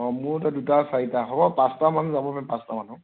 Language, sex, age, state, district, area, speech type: Assamese, male, 30-45, Assam, Nagaon, rural, conversation